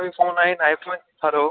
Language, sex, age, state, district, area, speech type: Sindhi, male, 30-45, Gujarat, Kutch, urban, conversation